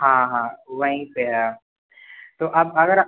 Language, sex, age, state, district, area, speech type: Hindi, male, 18-30, Madhya Pradesh, Jabalpur, urban, conversation